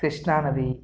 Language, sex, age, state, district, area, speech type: Telugu, male, 18-30, Andhra Pradesh, Sri Balaji, rural, spontaneous